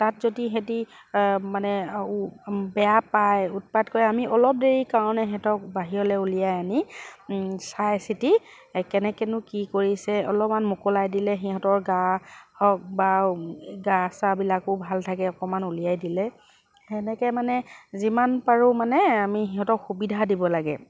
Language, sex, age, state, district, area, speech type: Assamese, female, 45-60, Assam, Dibrugarh, rural, spontaneous